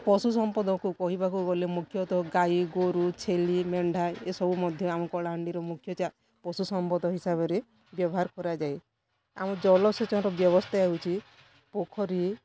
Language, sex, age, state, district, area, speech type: Odia, female, 45-60, Odisha, Kalahandi, rural, spontaneous